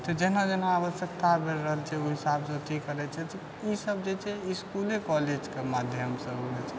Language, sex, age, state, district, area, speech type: Maithili, male, 60+, Bihar, Purnia, urban, spontaneous